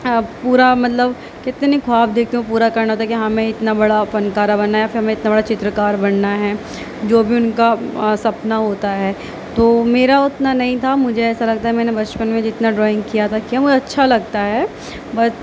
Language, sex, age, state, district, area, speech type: Urdu, female, 18-30, Uttar Pradesh, Gautam Buddha Nagar, rural, spontaneous